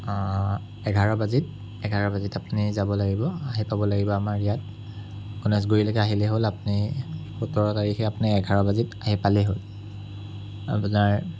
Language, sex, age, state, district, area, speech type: Assamese, male, 30-45, Assam, Sonitpur, rural, spontaneous